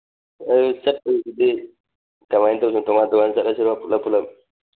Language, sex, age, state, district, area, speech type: Manipuri, male, 30-45, Manipur, Thoubal, rural, conversation